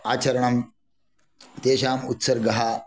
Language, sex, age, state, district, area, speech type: Sanskrit, male, 45-60, Karnataka, Shimoga, rural, spontaneous